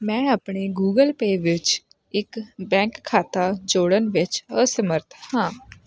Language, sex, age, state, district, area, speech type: Punjabi, female, 18-30, Punjab, Hoshiarpur, rural, read